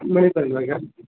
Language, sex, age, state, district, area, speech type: Odia, male, 30-45, Odisha, Malkangiri, urban, conversation